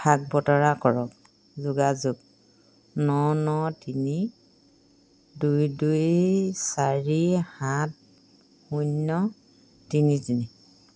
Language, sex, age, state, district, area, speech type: Assamese, female, 60+, Assam, Dhemaji, rural, read